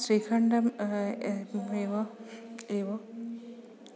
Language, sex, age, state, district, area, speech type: Sanskrit, female, 45-60, Maharashtra, Nagpur, urban, spontaneous